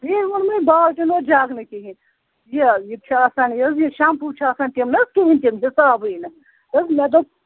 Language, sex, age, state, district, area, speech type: Kashmiri, female, 60+, Jammu and Kashmir, Srinagar, urban, conversation